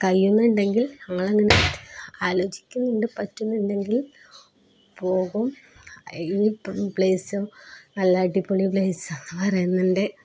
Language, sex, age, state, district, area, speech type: Malayalam, female, 30-45, Kerala, Kozhikode, rural, spontaneous